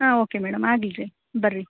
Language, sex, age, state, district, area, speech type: Kannada, female, 30-45, Karnataka, Gadag, rural, conversation